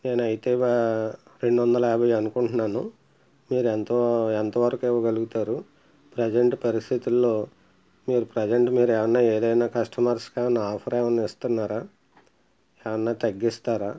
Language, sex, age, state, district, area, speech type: Telugu, male, 60+, Andhra Pradesh, Konaseema, rural, spontaneous